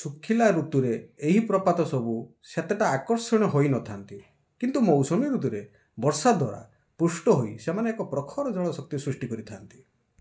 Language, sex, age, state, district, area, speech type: Odia, male, 45-60, Odisha, Balasore, rural, read